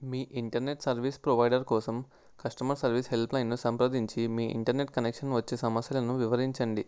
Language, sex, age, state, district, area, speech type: Telugu, male, 18-30, Andhra Pradesh, Nellore, rural, spontaneous